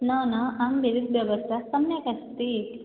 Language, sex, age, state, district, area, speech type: Sanskrit, female, 18-30, Odisha, Nayagarh, rural, conversation